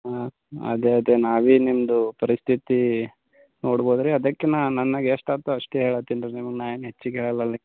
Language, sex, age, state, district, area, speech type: Kannada, male, 18-30, Karnataka, Gulbarga, rural, conversation